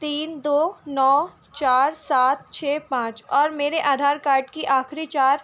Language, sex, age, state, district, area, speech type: Urdu, female, 18-30, Delhi, North East Delhi, urban, spontaneous